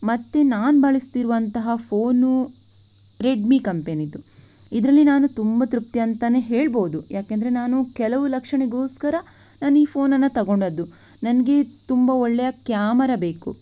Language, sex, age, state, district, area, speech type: Kannada, female, 18-30, Karnataka, Shimoga, rural, spontaneous